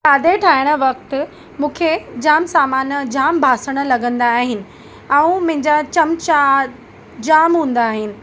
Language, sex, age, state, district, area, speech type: Sindhi, female, 30-45, Maharashtra, Mumbai Suburban, urban, spontaneous